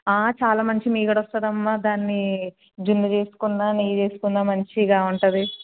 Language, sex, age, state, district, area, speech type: Telugu, female, 18-30, Telangana, Siddipet, urban, conversation